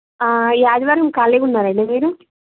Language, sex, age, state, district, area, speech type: Telugu, female, 18-30, Telangana, Peddapalli, rural, conversation